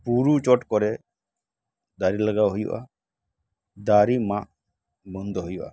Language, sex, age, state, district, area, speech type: Santali, male, 30-45, West Bengal, Birbhum, rural, spontaneous